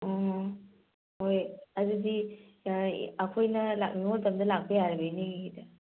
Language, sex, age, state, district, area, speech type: Manipuri, female, 45-60, Manipur, Bishnupur, rural, conversation